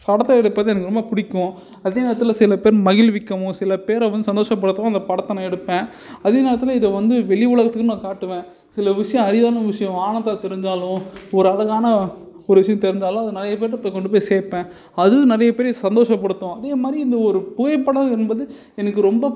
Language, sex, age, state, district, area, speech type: Tamil, male, 18-30, Tamil Nadu, Salem, urban, spontaneous